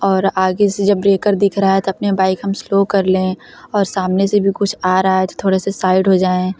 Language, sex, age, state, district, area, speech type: Hindi, female, 18-30, Uttar Pradesh, Varanasi, rural, spontaneous